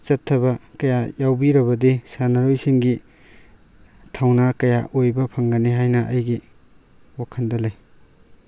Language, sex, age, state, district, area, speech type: Manipuri, male, 18-30, Manipur, Tengnoupal, rural, spontaneous